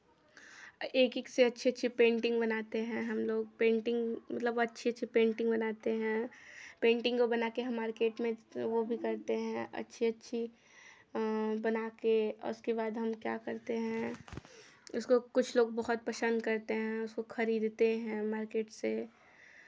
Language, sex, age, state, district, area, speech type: Hindi, female, 18-30, Uttar Pradesh, Chandauli, urban, spontaneous